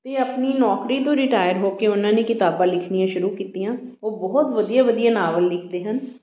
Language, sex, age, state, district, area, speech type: Punjabi, female, 45-60, Punjab, Patiala, urban, spontaneous